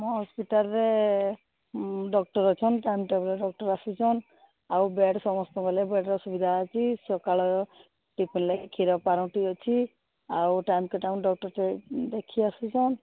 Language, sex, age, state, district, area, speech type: Odia, female, 45-60, Odisha, Sambalpur, rural, conversation